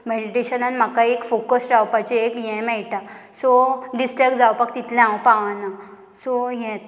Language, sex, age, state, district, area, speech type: Goan Konkani, female, 18-30, Goa, Murmgao, rural, spontaneous